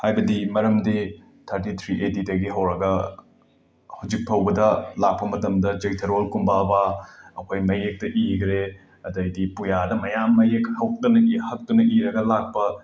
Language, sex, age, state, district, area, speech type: Manipuri, male, 18-30, Manipur, Imphal West, rural, spontaneous